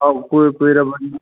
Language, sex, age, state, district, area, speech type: Manipuri, male, 60+, Manipur, Kangpokpi, urban, conversation